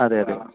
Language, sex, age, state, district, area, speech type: Malayalam, male, 30-45, Kerala, Pathanamthitta, rural, conversation